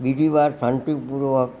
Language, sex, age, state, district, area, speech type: Gujarati, male, 60+, Gujarat, Kheda, rural, spontaneous